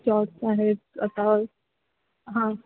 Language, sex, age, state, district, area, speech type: Marathi, female, 18-30, Maharashtra, Sangli, rural, conversation